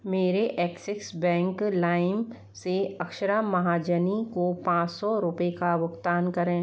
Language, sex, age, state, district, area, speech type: Hindi, female, 45-60, Rajasthan, Jaipur, urban, read